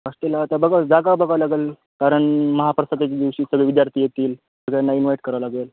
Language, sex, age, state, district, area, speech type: Marathi, male, 18-30, Maharashtra, Nanded, rural, conversation